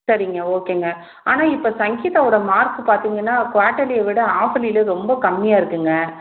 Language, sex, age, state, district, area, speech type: Tamil, female, 30-45, Tamil Nadu, Salem, urban, conversation